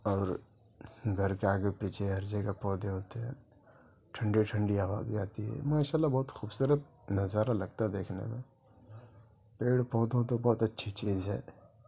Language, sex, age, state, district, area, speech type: Urdu, male, 18-30, Uttar Pradesh, Gautam Buddha Nagar, rural, spontaneous